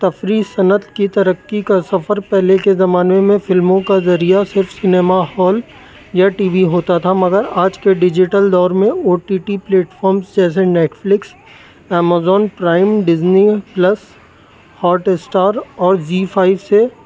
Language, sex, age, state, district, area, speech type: Urdu, male, 30-45, Uttar Pradesh, Rampur, urban, spontaneous